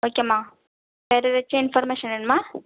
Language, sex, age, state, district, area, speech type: Tamil, female, 18-30, Tamil Nadu, Tiruvarur, rural, conversation